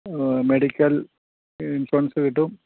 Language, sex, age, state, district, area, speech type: Malayalam, male, 45-60, Kerala, Kottayam, rural, conversation